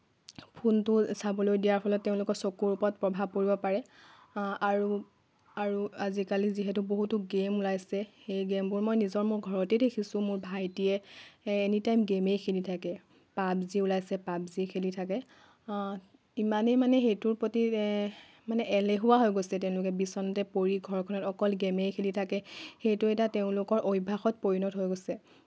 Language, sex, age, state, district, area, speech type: Assamese, female, 18-30, Assam, Lakhimpur, rural, spontaneous